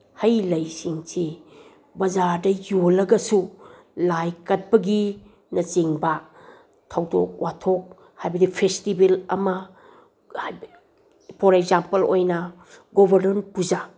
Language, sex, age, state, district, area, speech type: Manipuri, female, 60+, Manipur, Bishnupur, rural, spontaneous